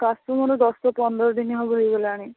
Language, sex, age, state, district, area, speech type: Odia, female, 18-30, Odisha, Bhadrak, rural, conversation